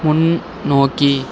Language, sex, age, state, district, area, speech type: Tamil, male, 18-30, Tamil Nadu, Mayiladuthurai, urban, read